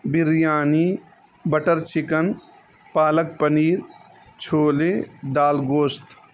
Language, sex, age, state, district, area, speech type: Urdu, male, 30-45, Uttar Pradesh, Balrampur, rural, spontaneous